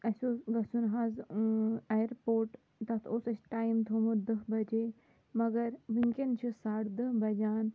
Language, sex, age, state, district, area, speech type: Kashmiri, female, 30-45, Jammu and Kashmir, Shopian, urban, spontaneous